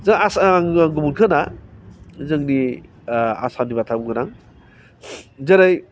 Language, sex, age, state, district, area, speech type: Bodo, male, 45-60, Assam, Baksa, urban, spontaneous